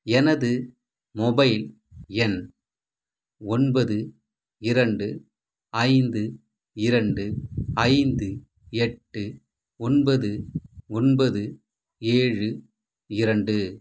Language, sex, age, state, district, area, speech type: Tamil, male, 45-60, Tamil Nadu, Madurai, rural, read